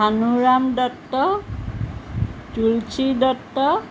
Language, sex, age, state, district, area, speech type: Assamese, female, 60+, Assam, Jorhat, urban, spontaneous